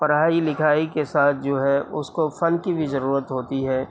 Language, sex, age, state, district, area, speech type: Urdu, male, 45-60, Uttar Pradesh, Gautam Buddha Nagar, rural, spontaneous